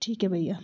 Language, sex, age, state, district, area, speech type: Hindi, female, 18-30, Madhya Pradesh, Jabalpur, urban, spontaneous